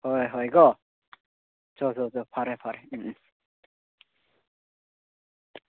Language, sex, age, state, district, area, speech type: Manipuri, male, 18-30, Manipur, Chandel, rural, conversation